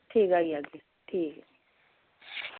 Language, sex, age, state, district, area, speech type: Dogri, female, 45-60, Jammu and Kashmir, Samba, urban, conversation